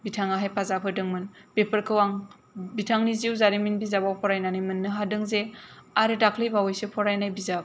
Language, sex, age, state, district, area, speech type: Bodo, female, 18-30, Assam, Kokrajhar, urban, spontaneous